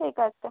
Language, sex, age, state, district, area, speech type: Bengali, female, 18-30, West Bengal, South 24 Parganas, urban, conversation